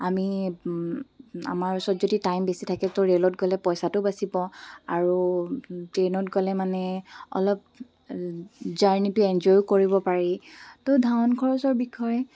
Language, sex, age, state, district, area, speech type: Assamese, female, 18-30, Assam, Dibrugarh, rural, spontaneous